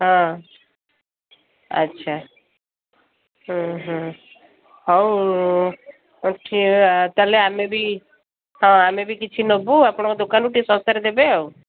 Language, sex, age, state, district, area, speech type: Odia, female, 60+, Odisha, Gajapati, rural, conversation